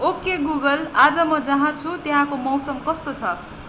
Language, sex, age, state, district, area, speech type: Nepali, female, 18-30, West Bengal, Darjeeling, rural, read